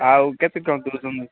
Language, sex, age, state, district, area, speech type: Odia, male, 45-60, Odisha, Gajapati, rural, conversation